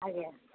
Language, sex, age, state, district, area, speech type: Odia, female, 60+, Odisha, Angul, rural, conversation